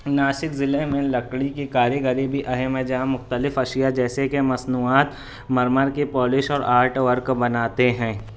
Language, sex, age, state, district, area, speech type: Urdu, male, 18-30, Maharashtra, Nashik, urban, spontaneous